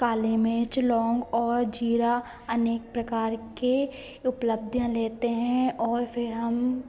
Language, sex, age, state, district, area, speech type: Hindi, female, 18-30, Madhya Pradesh, Hoshangabad, urban, spontaneous